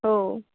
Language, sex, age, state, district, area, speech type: Marathi, female, 18-30, Maharashtra, Sindhudurg, urban, conversation